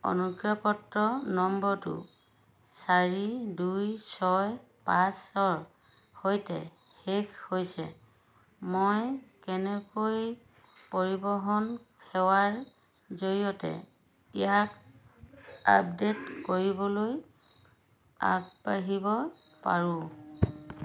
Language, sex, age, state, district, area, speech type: Assamese, female, 45-60, Assam, Dhemaji, urban, read